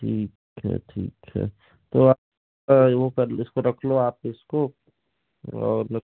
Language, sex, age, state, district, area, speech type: Hindi, male, 18-30, Madhya Pradesh, Balaghat, rural, conversation